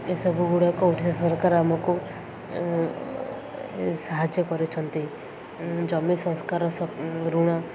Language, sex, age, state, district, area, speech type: Odia, female, 18-30, Odisha, Ganjam, urban, spontaneous